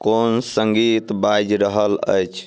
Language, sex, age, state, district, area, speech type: Maithili, male, 30-45, Bihar, Muzaffarpur, urban, read